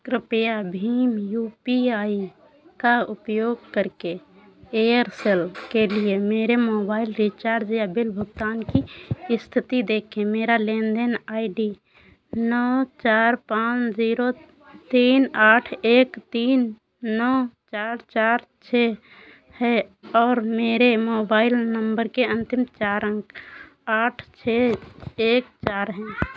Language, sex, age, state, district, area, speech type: Hindi, female, 30-45, Uttar Pradesh, Sitapur, rural, read